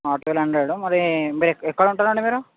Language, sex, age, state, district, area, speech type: Telugu, male, 18-30, Telangana, Hyderabad, urban, conversation